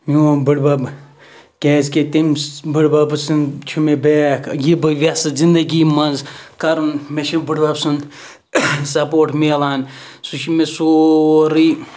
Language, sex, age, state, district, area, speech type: Kashmiri, male, 18-30, Jammu and Kashmir, Ganderbal, rural, spontaneous